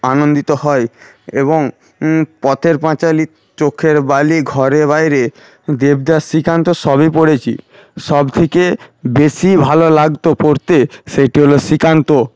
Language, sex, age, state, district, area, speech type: Bengali, male, 18-30, West Bengal, Paschim Medinipur, rural, spontaneous